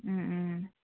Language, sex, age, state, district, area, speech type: Manipuri, female, 30-45, Manipur, Imphal East, rural, conversation